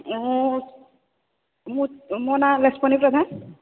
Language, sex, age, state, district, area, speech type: Odia, female, 18-30, Odisha, Sambalpur, rural, conversation